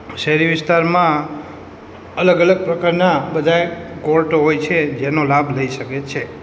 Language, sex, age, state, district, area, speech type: Gujarati, male, 18-30, Gujarat, Morbi, urban, spontaneous